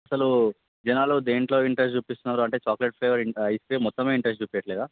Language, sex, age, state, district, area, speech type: Telugu, male, 18-30, Telangana, Nalgonda, urban, conversation